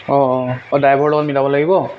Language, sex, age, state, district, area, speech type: Assamese, male, 18-30, Assam, Tinsukia, rural, spontaneous